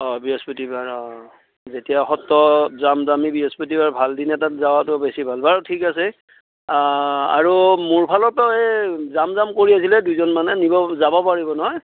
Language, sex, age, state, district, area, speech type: Assamese, male, 45-60, Assam, Darrang, rural, conversation